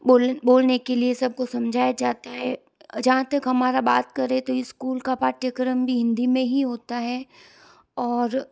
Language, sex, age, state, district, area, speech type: Hindi, female, 18-30, Rajasthan, Jodhpur, urban, spontaneous